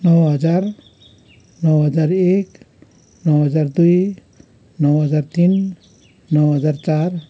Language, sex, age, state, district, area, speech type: Nepali, male, 60+, West Bengal, Kalimpong, rural, spontaneous